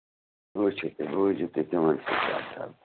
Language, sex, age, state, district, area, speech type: Kashmiri, male, 18-30, Jammu and Kashmir, Bandipora, rural, conversation